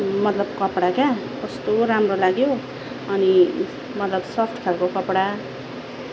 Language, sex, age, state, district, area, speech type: Nepali, female, 30-45, West Bengal, Darjeeling, rural, spontaneous